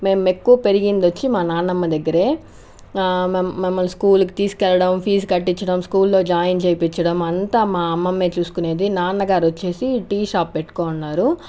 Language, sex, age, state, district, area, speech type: Telugu, female, 60+, Andhra Pradesh, Chittoor, rural, spontaneous